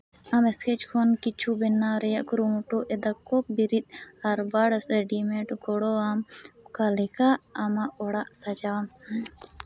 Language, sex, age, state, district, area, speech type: Santali, female, 18-30, Jharkhand, Seraikela Kharsawan, rural, spontaneous